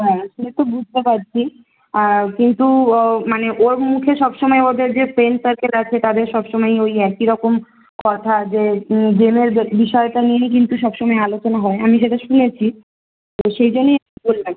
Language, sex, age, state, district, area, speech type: Bengali, female, 18-30, West Bengal, Kolkata, urban, conversation